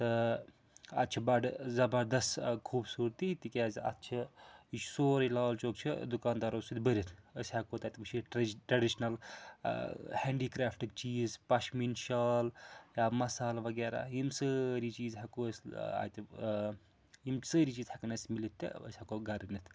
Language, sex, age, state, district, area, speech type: Kashmiri, male, 45-60, Jammu and Kashmir, Srinagar, urban, spontaneous